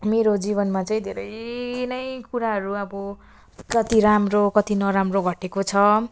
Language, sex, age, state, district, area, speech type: Nepali, female, 18-30, West Bengal, Darjeeling, rural, spontaneous